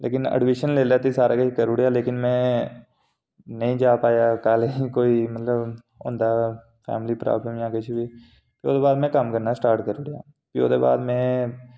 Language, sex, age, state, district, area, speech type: Dogri, male, 18-30, Jammu and Kashmir, Reasi, urban, spontaneous